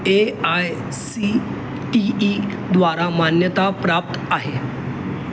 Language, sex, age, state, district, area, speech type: Marathi, male, 30-45, Maharashtra, Mumbai Suburban, urban, read